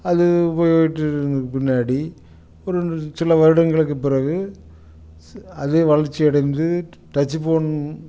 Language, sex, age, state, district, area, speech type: Tamil, male, 60+, Tamil Nadu, Coimbatore, urban, spontaneous